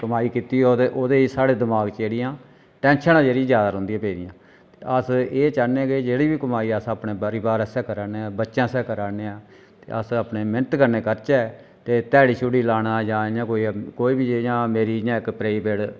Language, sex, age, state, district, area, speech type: Dogri, male, 45-60, Jammu and Kashmir, Reasi, rural, spontaneous